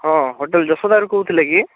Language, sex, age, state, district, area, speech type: Odia, male, 45-60, Odisha, Bhadrak, rural, conversation